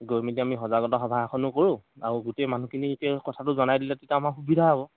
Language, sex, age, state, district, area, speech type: Assamese, male, 45-60, Assam, Dhemaji, rural, conversation